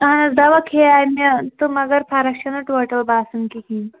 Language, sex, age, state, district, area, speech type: Kashmiri, female, 18-30, Jammu and Kashmir, Shopian, rural, conversation